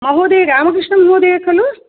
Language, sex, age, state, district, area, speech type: Sanskrit, female, 45-60, Kerala, Kasaragod, rural, conversation